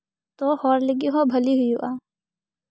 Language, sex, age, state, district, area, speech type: Santali, female, 18-30, West Bengal, Purba Bardhaman, rural, spontaneous